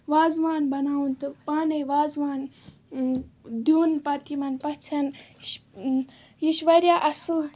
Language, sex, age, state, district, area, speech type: Kashmiri, female, 30-45, Jammu and Kashmir, Baramulla, rural, spontaneous